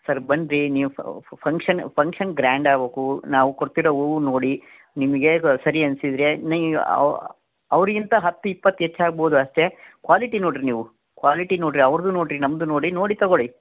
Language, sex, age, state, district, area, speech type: Kannada, male, 45-60, Karnataka, Davanagere, rural, conversation